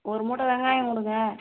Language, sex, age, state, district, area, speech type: Tamil, female, 45-60, Tamil Nadu, Tiruvannamalai, rural, conversation